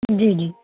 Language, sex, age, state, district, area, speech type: Urdu, female, 18-30, Jammu and Kashmir, Srinagar, urban, conversation